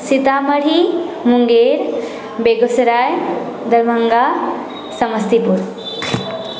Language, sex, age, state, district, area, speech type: Maithili, female, 18-30, Bihar, Sitamarhi, rural, spontaneous